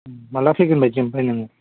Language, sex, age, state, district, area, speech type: Bodo, male, 18-30, Assam, Baksa, rural, conversation